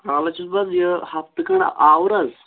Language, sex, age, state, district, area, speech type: Kashmiri, male, 18-30, Jammu and Kashmir, Shopian, rural, conversation